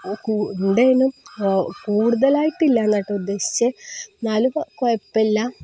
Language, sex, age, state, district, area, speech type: Malayalam, female, 30-45, Kerala, Kozhikode, rural, spontaneous